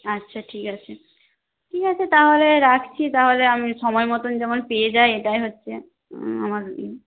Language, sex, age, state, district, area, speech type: Bengali, female, 18-30, West Bengal, Nadia, rural, conversation